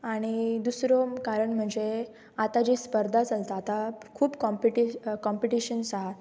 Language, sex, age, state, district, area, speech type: Goan Konkani, female, 18-30, Goa, Pernem, rural, spontaneous